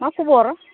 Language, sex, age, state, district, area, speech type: Bodo, female, 60+, Assam, Kokrajhar, urban, conversation